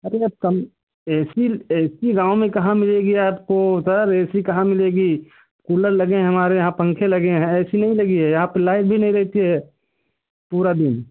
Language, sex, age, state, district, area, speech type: Hindi, male, 60+, Uttar Pradesh, Ayodhya, rural, conversation